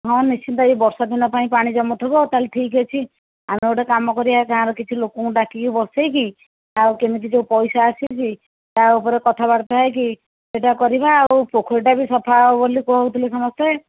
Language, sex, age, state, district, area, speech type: Odia, female, 60+, Odisha, Jajpur, rural, conversation